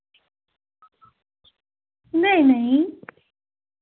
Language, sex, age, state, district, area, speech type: Dogri, female, 30-45, Jammu and Kashmir, Samba, rural, conversation